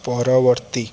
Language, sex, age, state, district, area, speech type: Odia, male, 18-30, Odisha, Jagatsinghpur, rural, read